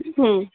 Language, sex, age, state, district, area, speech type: Kannada, female, 30-45, Karnataka, Bellary, rural, conversation